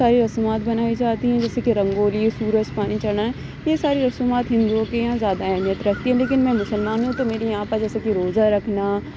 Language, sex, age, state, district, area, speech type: Urdu, female, 18-30, Uttar Pradesh, Aligarh, urban, spontaneous